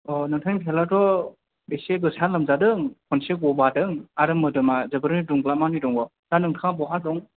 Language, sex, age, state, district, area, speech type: Bodo, male, 18-30, Assam, Chirang, rural, conversation